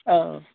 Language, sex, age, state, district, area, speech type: Kashmiri, male, 18-30, Jammu and Kashmir, Shopian, rural, conversation